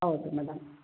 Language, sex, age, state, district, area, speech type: Kannada, female, 45-60, Karnataka, Chikkaballapur, rural, conversation